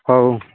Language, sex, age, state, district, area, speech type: Odia, male, 18-30, Odisha, Nabarangpur, urban, conversation